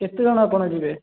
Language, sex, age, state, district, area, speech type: Odia, male, 30-45, Odisha, Puri, urban, conversation